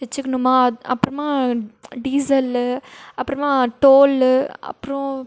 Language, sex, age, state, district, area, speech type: Tamil, female, 18-30, Tamil Nadu, Krishnagiri, rural, spontaneous